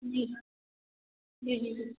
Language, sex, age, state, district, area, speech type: Hindi, female, 18-30, Uttar Pradesh, Bhadohi, rural, conversation